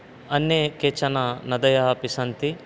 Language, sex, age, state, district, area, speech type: Sanskrit, male, 30-45, Karnataka, Uttara Kannada, rural, spontaneous